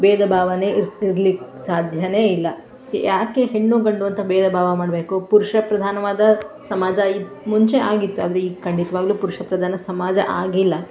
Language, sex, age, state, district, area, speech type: Kannada, female, 45-60, Karnataka, Mandya, rural, spontaneous